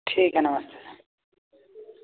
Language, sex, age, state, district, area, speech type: Hindi, male, 18-30, Uttar Pradesh, Azamgarh, rural, conversation